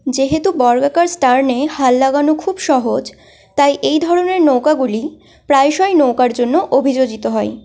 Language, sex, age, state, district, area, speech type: Bengali, female, 18-30, West Bengal, Malda, rural, read